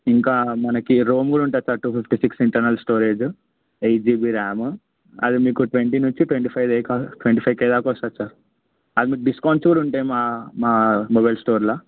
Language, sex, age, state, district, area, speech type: Telugu, male, 30-45, Telangana, Ranga Reddy, urban, conversation